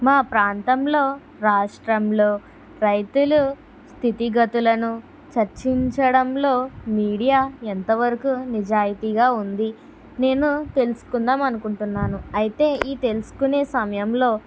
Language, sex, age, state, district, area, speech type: Telugu, female, 30-45, Andhra Pradesh, Kakinada, urban, spontaneous